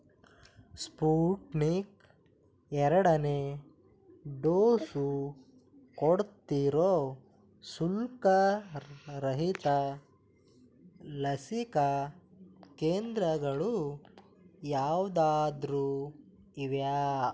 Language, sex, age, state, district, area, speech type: Kannada, male, 18-30, Karnataka, Bidar, rural, read